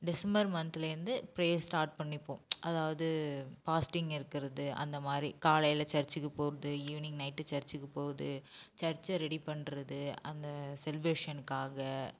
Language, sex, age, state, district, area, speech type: Tamil, female, 18-30, Tamil Nadu, Namakkal, urban, spontaneous